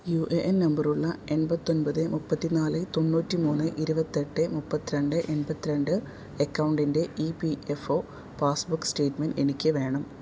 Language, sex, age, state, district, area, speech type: Malayalam, female, 30-45, Kerala, Thrissur, urban, read